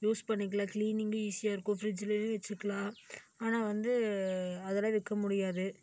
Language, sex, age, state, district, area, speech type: Tamil, female, 18-30, Tamil Nadu, Coimbatore, rural, spontaneous